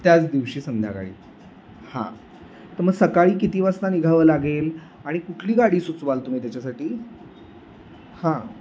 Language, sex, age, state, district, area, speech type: Marathi, male, 30-45, Maharashtra, Sangli, urban, spontaneous